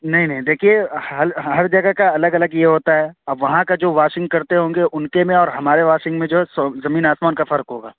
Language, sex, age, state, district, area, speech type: Urdu, male, 30-45, Uttar Pradesh, Lucknow, rural, conversation